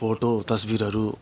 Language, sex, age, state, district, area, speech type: Nepali, male, 45-60, West Bengal, Kalimpong, rural, spontaneous